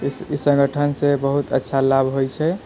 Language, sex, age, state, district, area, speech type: Maithili, male, 45-60, Bihar, Purnia, rural, spontaneous